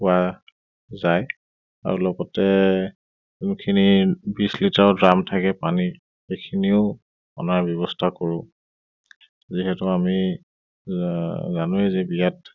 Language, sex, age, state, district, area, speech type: Assamese, male, 30-45, Assam, Tinsukia, urban, spontaneous